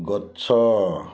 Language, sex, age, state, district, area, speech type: Odia, male, 45-60, Odisha, Balasore, rural, read